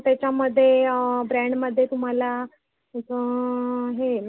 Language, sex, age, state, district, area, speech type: Marathi, female, 45-60, Maharashtra, Ratnagiri, rural, conversation